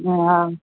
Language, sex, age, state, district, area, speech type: Sindhi, female, 45-60, Gujarat, Kutch, urban, conversation